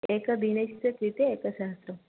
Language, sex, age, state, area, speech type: Sanskrit, female, 18-30, Tripura, rural, conversation